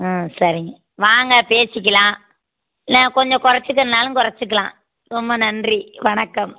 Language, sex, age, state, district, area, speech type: Tamil, female, 60+, Tamil Nadu, Tiruppur, rural, conversation